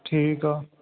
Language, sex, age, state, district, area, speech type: Punjabi, male, 30-45, Punjab, Fatehgarh Sahib, rural, conversation